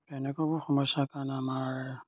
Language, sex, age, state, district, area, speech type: Assamese, male, 30-45, Assam, Majuli, urban, spontaneous